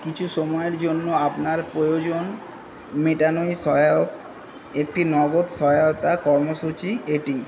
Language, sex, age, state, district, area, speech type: Bengali, male, 18-30, West Bengal, Kolkata, urban, read